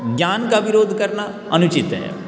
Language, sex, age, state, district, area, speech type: Hindi, male, 18-30, Bihar, Darbhanga, rural, spontaneous